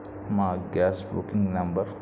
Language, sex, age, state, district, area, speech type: Telugu, male, 45-60, Andhra Pradesh, N T Rama Rao, urban, spontaneous